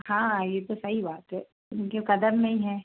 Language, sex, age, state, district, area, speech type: Hindi, female, 30-45, Madhya Pradesh, Bhopal, urban, conversation